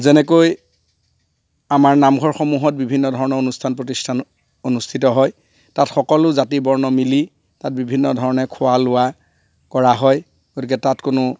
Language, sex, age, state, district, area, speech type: Assamese, male, 45-60, Assam, Golaghat, urban, spontaneous